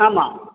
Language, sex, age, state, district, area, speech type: Tamil, male, 45-60, Tamil Nadu, Cuddalore, urban, conversation